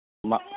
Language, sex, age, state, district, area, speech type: Bodo, male, 45-60, Assam, Chirang, rural, conversation